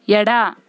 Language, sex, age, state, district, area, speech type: Kannada, female, 30-45, Karnataka, Bangalore Rural, rural, read